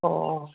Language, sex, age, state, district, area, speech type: Manipuri, female, 60+, Manipur, Kangpokpi, urban, conversation